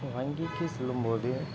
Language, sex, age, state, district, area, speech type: Tamil, male, 30-45, Tamil Nadu, Ariyalur, rural, spontaneous